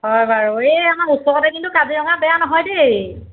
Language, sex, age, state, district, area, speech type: Assamese, female, 45-60, Assam, Golaghat, urban, conversation